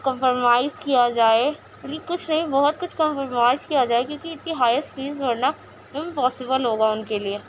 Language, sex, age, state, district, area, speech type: Urdu, female, 18-30, Uttar Pradesh, Gautam Buddha Nagar, rural, spontaneous